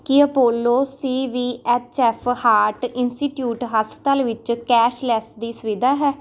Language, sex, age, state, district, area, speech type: Punjabi, female, 18-30, Punjab, Rupnagar, rural, read